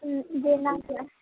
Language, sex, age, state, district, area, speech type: Maithili, female, 18-30, Bihar, Sitamarhi, rural, conversation